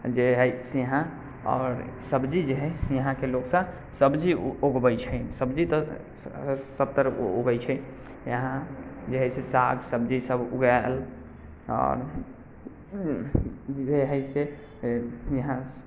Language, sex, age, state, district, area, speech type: Maithili, male, 18-30, Bihar, Muzaffarpur, rural, spontaneous